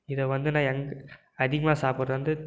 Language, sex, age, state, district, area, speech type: Tamil, male, 18-30, Tamil Nadu, Krishnagiri, rural, spontaneous